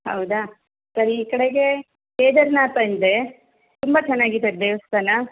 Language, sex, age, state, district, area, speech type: Kannada, female, 60+, Karnataka, Bangalore Rural, rural, conversation